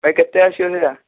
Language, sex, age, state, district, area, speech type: Odia, male, 18-30, Odisha, Kalahandi, rural, conversation